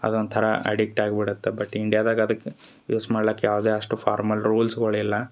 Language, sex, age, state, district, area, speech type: Kannada, male, 30-45, Karnataka, Gulbarga, rural, spontaneous